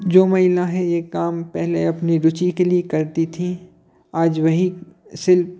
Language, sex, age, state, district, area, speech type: Hindi, male, 30-45, Madhya Pradesh, Hoshangabad, urban, spontaneous